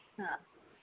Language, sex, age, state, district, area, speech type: Gujarati, female, 30-45, Gujarat, Rajkot, urban, conversation